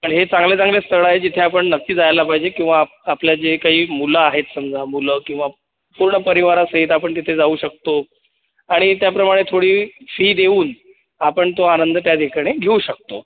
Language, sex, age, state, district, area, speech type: Marathi, male, 30-45, Maharashtra, Buldhana, urban, conversation